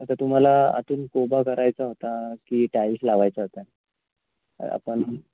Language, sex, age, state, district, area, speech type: Marathi, female, 18-30, Maharashtra, Nashik, urban, conversation